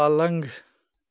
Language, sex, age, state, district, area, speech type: Kashmiri, male, 30-45, Jammu and Kashmir, Pulwama, urban, read